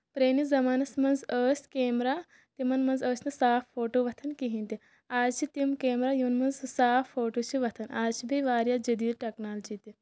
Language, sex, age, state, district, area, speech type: Kashmiri, female, 30-45, Jammu and Kashmir, Kulgam, rural, spontaneous